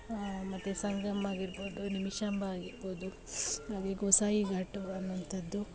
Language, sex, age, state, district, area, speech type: Kannada, female, 30-45, Karnataka, Mandya, urban, spontaneous